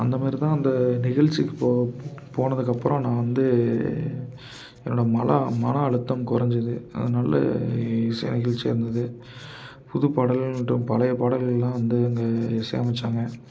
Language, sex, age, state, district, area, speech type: Tamil, male, 30-45, Tamil Nadu, Tiruppur, urban, spontaneous